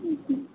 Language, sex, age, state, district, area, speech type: Marathi, female, 18-30, Maharashtra, Wardha, rural, conversation